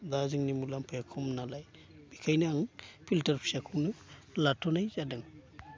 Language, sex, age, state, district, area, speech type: Bodo, male, 45-60, Assam, Baksa, urban, spontaneous